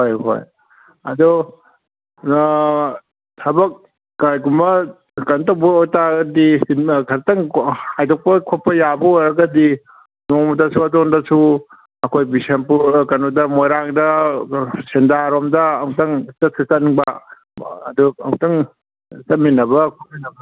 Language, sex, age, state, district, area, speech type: Manipuri, male, 60+, Manipur, Kangpokpi, urban, conversation